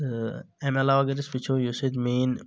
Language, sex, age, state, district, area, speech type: Kashmiri, male, 18-30, Jammu and Kashmir, Shopian, rural, spontaneous